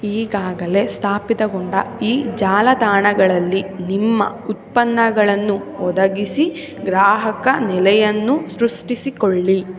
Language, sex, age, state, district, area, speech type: Kannada, female, 18-30, Karnataka, Mysore, urban, read